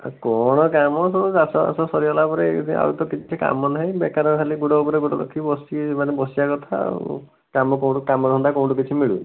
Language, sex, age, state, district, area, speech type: Odia, male, 60+, Odisha, Bhadrak, rural, conversation